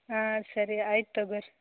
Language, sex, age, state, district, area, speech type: Kannada, female, 18-30, Karnataka, Gulbarga, urban, conversation